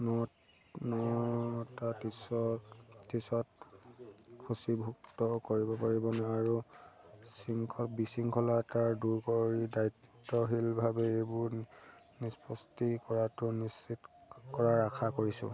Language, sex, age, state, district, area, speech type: Assamese, male, 18-30, Assam, Sivasagar, rural, read